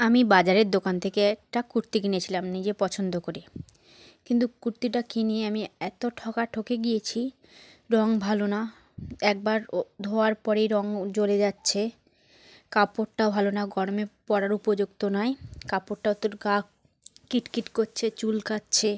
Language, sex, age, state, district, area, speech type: Bengali, female, 30-45, West Bengal, South 24 Parganas, rural, spontaneous